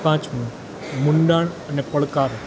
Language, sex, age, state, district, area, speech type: Gujarati, male, 18-30, Gujarat, Junagadh, urban, spontaneous